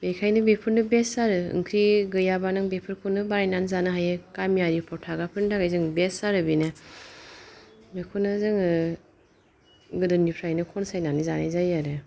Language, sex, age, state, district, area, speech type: Bodo, female, 45-60, Assam, Kokrajhar, rural, spontaneous